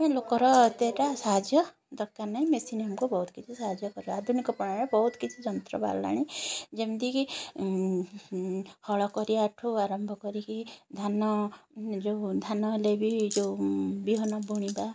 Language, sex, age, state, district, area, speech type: Odia, female, 30-45, Odisha, Kendrapara, urban, spontaneous